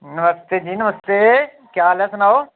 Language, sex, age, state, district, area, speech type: Dogri, male, 45-60, Jammu and Kashmir, Udhampur, urban, conversation